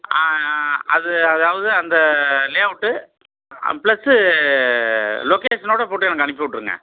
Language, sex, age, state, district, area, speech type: Tamil, male, 45-60, Tamil Nadu, Tiruppur, rural, conversation